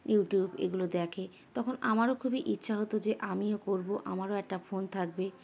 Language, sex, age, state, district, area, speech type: Bengali, female, 30-45, West Bengal, Howrah, urban, spontaneous